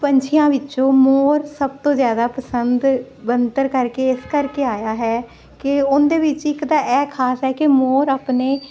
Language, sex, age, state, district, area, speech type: Punjabi, female, 45-60, Punjab, Jalandhar, urban, spontaneous